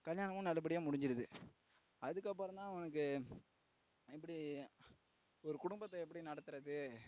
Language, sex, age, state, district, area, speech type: Tamil, male, 18-30, Tamil Nadu, Tiruvarur, urban, spontaneous